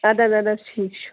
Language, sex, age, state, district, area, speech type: Kashmiri, female, 45-60, Jammu and Kashmir, Budgam, rural, conversation